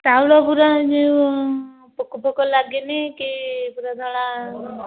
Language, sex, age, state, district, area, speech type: Odia, female, 45-60, Odisha, Dhenkanal, rural, conversation